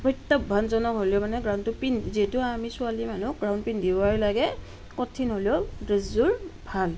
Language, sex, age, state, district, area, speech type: Assamese, female, 30-45, Assam, Nalbari, rural, spontaneous